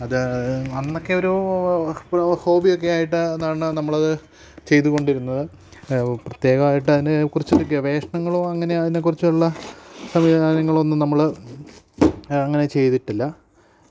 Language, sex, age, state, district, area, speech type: Malayalam, male, 30-45, Kerala, Idukki, rural, spontaneous